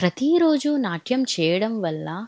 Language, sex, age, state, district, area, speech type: Telugu, female, 18-30, Andhra Pradesh, Alluri Sitarama Raju, urban, spontaneous